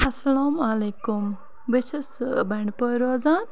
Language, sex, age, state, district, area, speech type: Kashmiri, female, 30-45, Jammu and Kashmir, Bandipora, rural, spontaneous